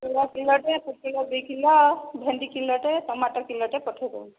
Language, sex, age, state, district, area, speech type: Odia, female, 30-45, Odisha, Boudh, rural, conversation